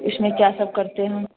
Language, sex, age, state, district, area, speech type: Hindi, female, 30-45, Bihar, Samastipur, urban, conversation